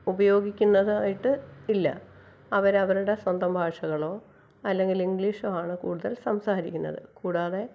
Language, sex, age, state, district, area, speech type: Malayalam, female, 45-60, Kerala, Kottayam, rural, spontaneous